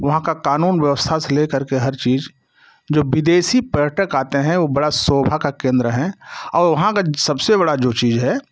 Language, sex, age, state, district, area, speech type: Hindi, male, 60+, Uttar Pradesh, Jaunpur, rural, spontaneous